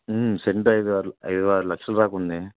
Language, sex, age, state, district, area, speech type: Telugu, male, 18-30, Andhra Pradesh, Bapatla, rural, conversation